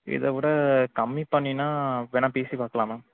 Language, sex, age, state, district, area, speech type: Tamil, male, 18-30, Tamil Nadu, Mayiladuthurai, rural, conversation